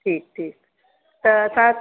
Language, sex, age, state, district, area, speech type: Sindhi, female, 60+, Uttar Pradesh, Lucknow, urban, conversation